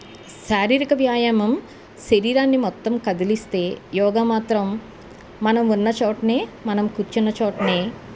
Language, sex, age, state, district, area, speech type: Telugu, female, 45-60, Andhra Pradesh, Eluru, urban, spontaneous